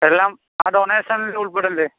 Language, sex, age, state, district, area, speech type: Malayalam, male, 18-30, Kerala, Palakkad, rural, conversation